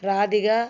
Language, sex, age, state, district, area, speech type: Tamil, female, 60+, Tamil Nadu, Viluppuram, rural, spontaneous